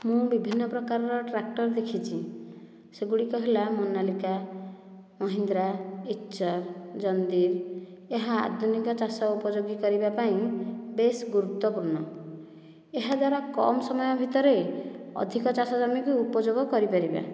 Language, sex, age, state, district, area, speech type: Odia, female, 45-60, Odisha, Nayagarh, rural, spontaneous